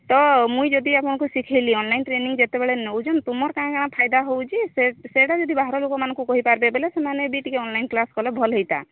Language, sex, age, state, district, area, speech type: Odia, female, 45-60, Odisha, Sambalpur, rural, conversation